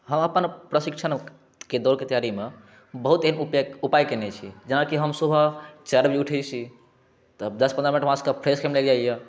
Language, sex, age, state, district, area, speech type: Maithili, male, 18-30, Bihar, Saharsa, rural, spontaneous